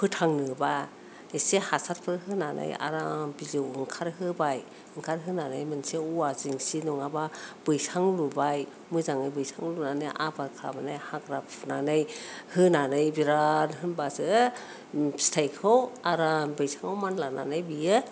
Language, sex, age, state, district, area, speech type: Bodo, female, 60+, Assam, Kokrajhar, rural, spontaneous